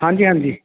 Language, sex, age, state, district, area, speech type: Punjabi, male, 45-60, Punjab, Shaheed Bhagat Singh Nagar, urban, conversation